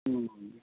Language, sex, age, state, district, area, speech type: Bengali, male, 30-45, West Bengal, Hooghly, urban, conversation